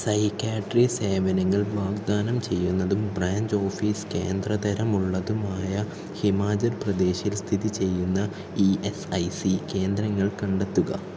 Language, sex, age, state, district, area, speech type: Malayalam, male, 18-30, Kerala, Palakkad, urban, read